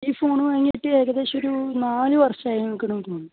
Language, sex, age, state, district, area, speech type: Malayalam, male, 18-30, Kerala, Kasaragod, rural, conversation